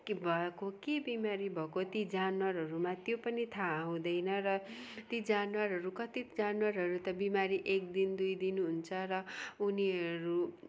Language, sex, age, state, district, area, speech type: Nepali, female, 45-60, West Bengal, Darjeeling, rural, spontaneous